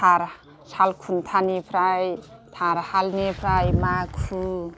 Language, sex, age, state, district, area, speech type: Bodo, female, 60+, Assam, Udalguri, rural, spontaneous